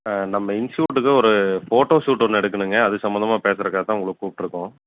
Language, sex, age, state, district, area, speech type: Tamil, male, 30-45, Tamil Nadu, Erode, rural, conversation